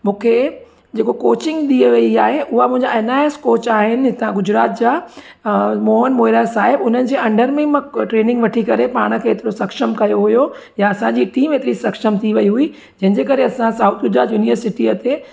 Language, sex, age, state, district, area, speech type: Sindhi, female, 30-45, Gujarat, Surat, urban, spontaneous